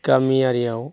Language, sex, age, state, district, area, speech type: Bodo, male, 45-60, Assam, Chirang, rural, spontaneous